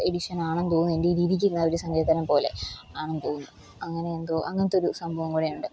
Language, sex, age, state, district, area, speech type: Malayalam, female, 18-30, Kerala, Pathanamthitta, urban, spontaneous